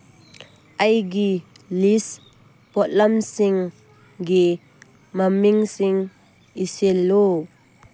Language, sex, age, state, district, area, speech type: Manipuri, female, 30-45, Manipur, Kangpokpi, urban, read